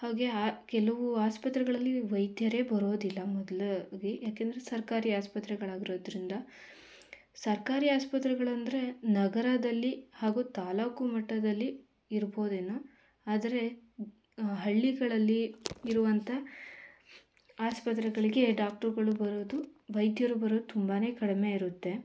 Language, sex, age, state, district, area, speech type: Kannada, female, 18-30, Karnataka, Mandya, rural, spontaneous